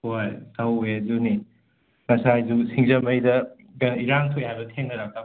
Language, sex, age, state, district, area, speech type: Manipuri, male, 30-45, Manipur, Imphal West, rural, conversation